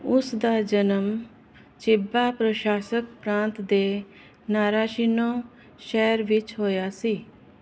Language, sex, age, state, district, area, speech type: Punjabi, female, 45-60, Punjab, Jalandhar, urban, read